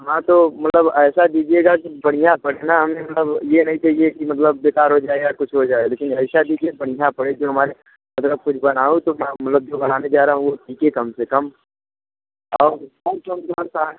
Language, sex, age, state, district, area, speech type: Hindi, male, 18-30, Uttar Pradesh, Mirzapur, rural, conversation